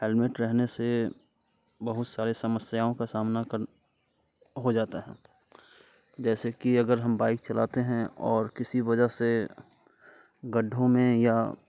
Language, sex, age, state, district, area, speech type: Hindi, male, 30-45, Bihar, Muzaffarpur, rural, spontaneous